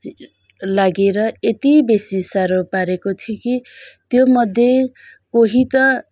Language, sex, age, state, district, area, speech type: Nepali, female, 45-60, West Bengal, Darjeeling, rural, spontaneous